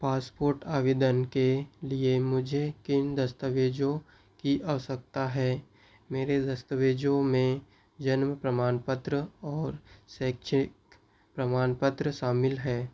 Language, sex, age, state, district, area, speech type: Hindi, male, 18-30, Madhya Pradesh, Seoni, rural, read